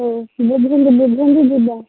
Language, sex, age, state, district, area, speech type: Odia, female, 45-60, Odisha, Gajapati, rural, conversation